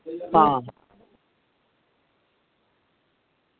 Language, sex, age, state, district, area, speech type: Dogri, male, 30-45, Jammu and Kashmir, Samba, rural, conversation